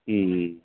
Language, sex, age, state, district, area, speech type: Tamil, male, 30-45, Tamil Nadu, Kallakurichi, rural, conversation